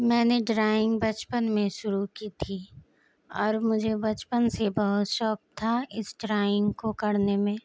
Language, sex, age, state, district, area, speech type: Urdu, female, 18-30, Bihar, Madhubani, rural, spontaneous